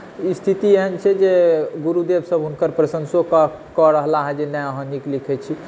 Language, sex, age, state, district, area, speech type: Maithili, male, 60+, Bihar, Saharsa, urban, spontaneous